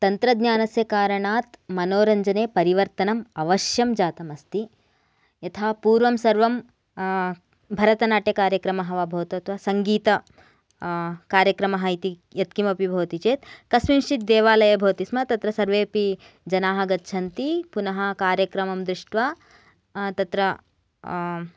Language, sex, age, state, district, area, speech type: Sanskrit, female, 18-30, Karnataka, Gadag, urban, spontaneous